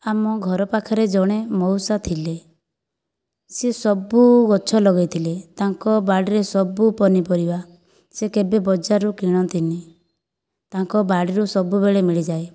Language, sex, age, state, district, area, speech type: Odia, female, 30-45, Odisha, Kandhamal, rural, spontaneous